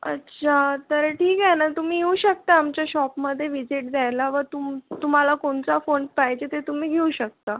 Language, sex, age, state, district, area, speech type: Marathi, female, 18-30, Maharashtra, Yavatmal, urban, conversation